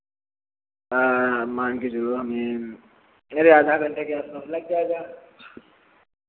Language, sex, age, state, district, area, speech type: Hindi, male, 45-60, Uttar Pradesh, Lucknow, rural, conversation